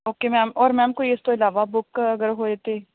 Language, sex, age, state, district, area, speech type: Punjabi, female, 18-30, Punjab, Bathinda, rural, conversation